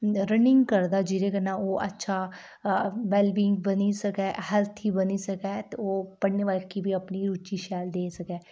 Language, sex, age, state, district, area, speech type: Dogri, female, 18-30, Jammu and Kashmir, Udhampur, rural, spontaneous